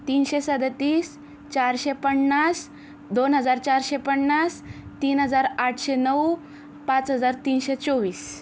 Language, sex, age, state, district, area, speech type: Marathi, female, 60+, Maharashtra, Yavatmal, rural, spontaneous